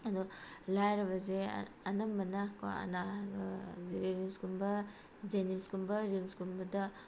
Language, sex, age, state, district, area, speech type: Manipuri, female, 45-60, Manipur, Bishnupur, rural, spontaneous